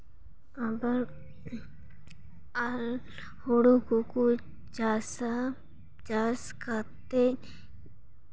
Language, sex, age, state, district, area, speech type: Santali, female, 18-30, West Bengal, Paschim Bardhaman, rural, spontaneous